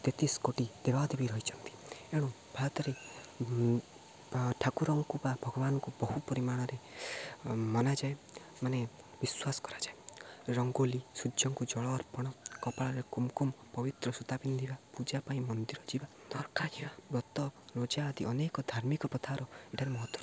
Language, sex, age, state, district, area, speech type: Odia, male, 18-30, Odisha, Jagatsinghpur, rural, spontaneous